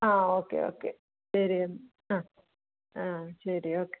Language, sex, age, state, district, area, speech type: Malayalam, female, 30-45, Kerala, Pathanamthitta, rural, conversation